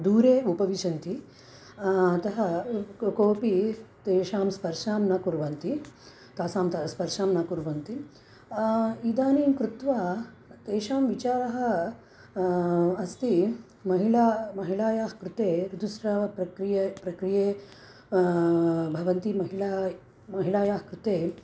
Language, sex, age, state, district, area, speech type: Sanskrit, female, 30-45, Andhra Pradesh, Krishna, urban, spontaneous